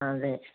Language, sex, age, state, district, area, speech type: Malayalam, female, 60+, Kerala, Kozhikode, rural, conversation